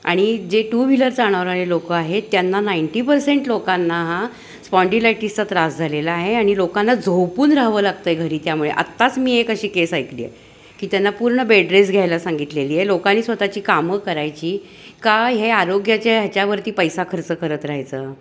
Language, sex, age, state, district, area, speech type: Marathi, female, 60+, Maharashtra, Kolhapur, urban, spontaneous